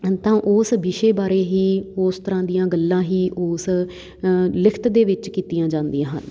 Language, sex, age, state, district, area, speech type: Punjabi, female, 30-45, Punjab, Patiala, rural, spontaneous